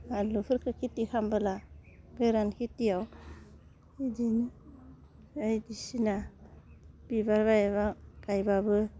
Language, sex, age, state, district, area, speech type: Bodo, female, 30-45, Assam, Udalguri, rural, spontaneous